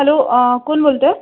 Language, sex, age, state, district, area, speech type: Marathi, female, 45-60, Maharashtra, Yavatmal, urban, conversation